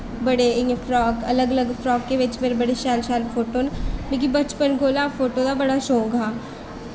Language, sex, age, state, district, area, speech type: Dogri, female, 18-30, Jammu and Kashmir, Reasi, rural, spontaneous